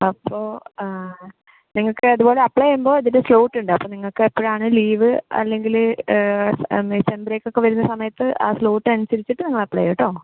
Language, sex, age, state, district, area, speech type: Malayalam, female, 18-30, Kerala, Palakkad, rural, conversation